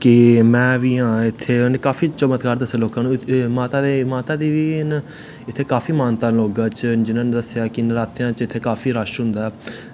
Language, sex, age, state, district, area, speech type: Dogri, male, 18-30, Jammu and Kashmir, Samba, rural, spontaneous